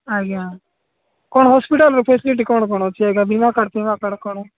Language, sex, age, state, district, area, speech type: Odia, male, 18-30, Odisha, Nabarangpur, urban, conversation